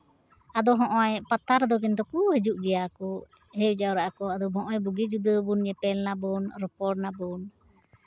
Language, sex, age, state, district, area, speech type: Santali, female, 30-45, West Bengal, Uttar Dinajpur, rural, spontaneous